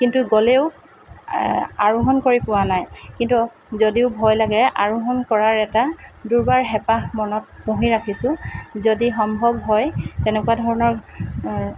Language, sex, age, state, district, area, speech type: Assamese, female, 45-60, Assam, Dibrugarh, urban, spontaneous